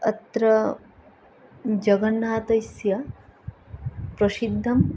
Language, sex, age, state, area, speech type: Sanskrit, female, 18-30, Tripura, rural, spontaneous